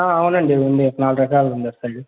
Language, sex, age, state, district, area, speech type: Telugu, male, 18-30, Andhra Pradesh, Annamaya, rural, conversation